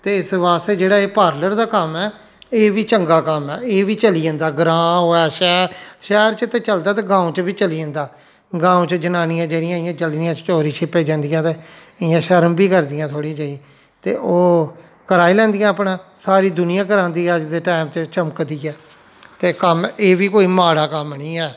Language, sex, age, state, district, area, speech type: Dogri, male, 45-60, Jammu and Kashmir, Jammu, rural, spontaneous